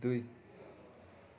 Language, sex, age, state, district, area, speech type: Nepali, male, 30-45, West Bengal, Darjeeling, rural, read